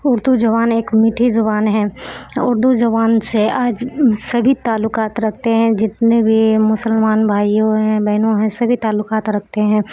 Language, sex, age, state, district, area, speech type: Urdu, female, 45-60, Bihar, Supaul, urban, spontaneous